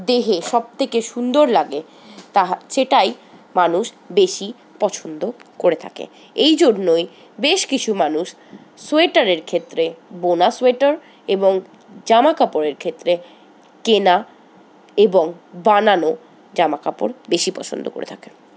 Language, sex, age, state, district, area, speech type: Bengali, female, 60+, West Bengal, Paschim Bardhaman, urban, spontaneous